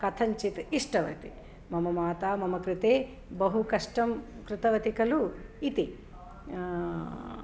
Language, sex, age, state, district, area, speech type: Sanskrit, female, 45-60, Telangana, Nirmal, urban, spontaneous